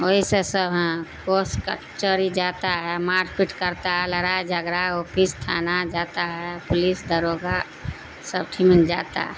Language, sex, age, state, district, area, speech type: Urdu, female, 60+, Bihar, Darbhanga, rural, spontaneous